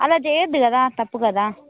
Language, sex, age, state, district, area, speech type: Telugu, female, 30-45, Telangana, Hanamkonda, rural, conversation